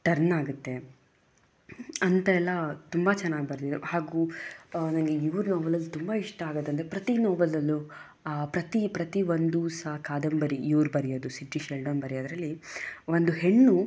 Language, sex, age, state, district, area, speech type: Kannada, female, 18-30, Karnataka, Mysore, urban, spontaneous